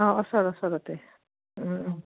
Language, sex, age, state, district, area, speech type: Assamese, female, 30-45, Assam, Udalguri, rural, conversation